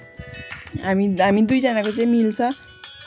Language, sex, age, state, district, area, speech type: Nepali, female, 18-30, West Bengal, Kalimpong, rural, spontaneous